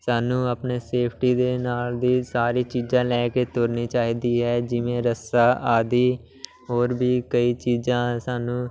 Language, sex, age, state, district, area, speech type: Punjabi, male, 18-30, Punjab, Shaheed Bhagat Singh Nagar, urban, spontaneous